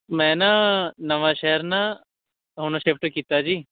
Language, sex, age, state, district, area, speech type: Punjabi, male, 18-30, Punjab, Shaheed Bhagat Singh Nagar, rural, conversation